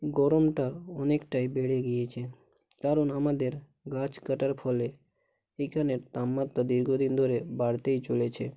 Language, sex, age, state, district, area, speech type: Bengali, male, 45-60, West Bengal, Bankura, urban, spontaneous